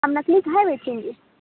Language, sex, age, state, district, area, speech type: Hindi, female, 18-30, Bihar, Muzaffarpur, rural, conversation